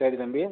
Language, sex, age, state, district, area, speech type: Tamil, male, 18-30, Tamil Nadu, Sivaganga, rural, conversation